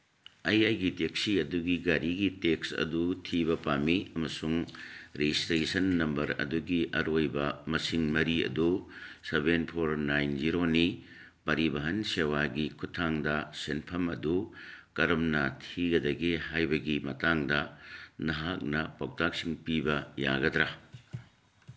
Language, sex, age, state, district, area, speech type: Manipuri, male, 60+, Manipur, Churachandpur, urban, read